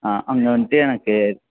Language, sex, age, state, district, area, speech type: Tamil, male, 18-30, Tamil Nadu, Thanjavur, rural, conversation